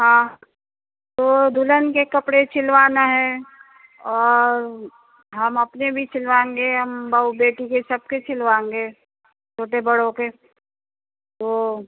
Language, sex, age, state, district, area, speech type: Urdu, female, 45-60, Uttar Pradesh, Rampur, urban, conversation